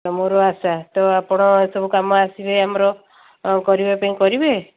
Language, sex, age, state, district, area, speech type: Odia, female, 60+, Odisha, Gajapati, rural, conversation